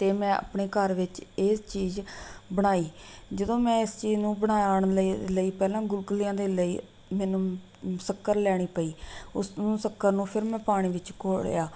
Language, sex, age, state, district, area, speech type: Punjabi, female, 30-45, Punjab, Rupnagar, rural, spontaneous